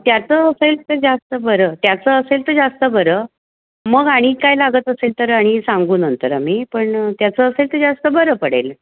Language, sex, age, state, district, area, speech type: Marathi, female, 60+, Maharashtra, Kolhapur, urban, conversation